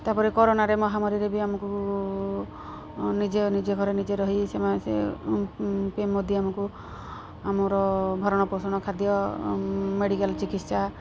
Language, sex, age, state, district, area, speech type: Odia, female, 45-60, Odisha, Rayagada, rural, spontaneous